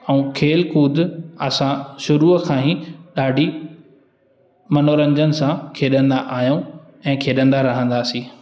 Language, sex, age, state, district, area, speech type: Sindhi, male, 18-30, Madhya Pradesh, Katni, urban, spontaneous